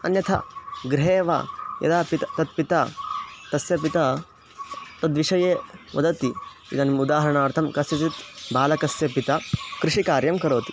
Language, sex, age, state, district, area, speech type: Sanskrit, male, 18-30, Karnataka, Chikkamagaluru, rural, spontaneous